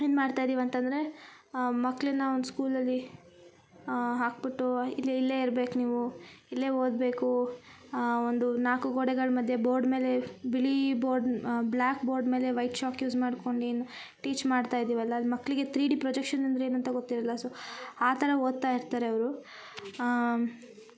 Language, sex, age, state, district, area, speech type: Kannada, female, 18-30, Karnataka, Koppal, rural, spontaneous